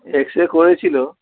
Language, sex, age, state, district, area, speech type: Bengali, male, 45-60, West Bengal, Dakshin Dinajpur, rural, conversation